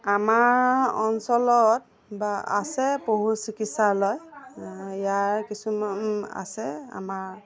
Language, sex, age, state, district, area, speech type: Assamese, female, 45-60, Assam, Golaghat, rural, spontaneous